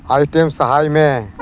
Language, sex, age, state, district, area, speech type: Santali, male, 45-60, West Bengal, Dakshin Dinajpur, rural, read